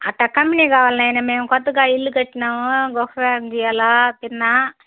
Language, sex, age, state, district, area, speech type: Telugu, female, 60+, Andhra Pradesh, Nellore, rural, conversation